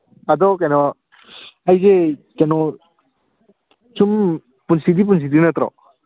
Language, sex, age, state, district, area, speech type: Manipuri, male, 18-30, Manipur, Kangpokpi, urban, conversation